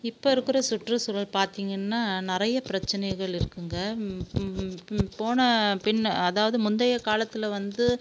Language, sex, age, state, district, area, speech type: Tamil, female, 45-60, Tamil Nadu, Krishnagiri, rural, spontaneous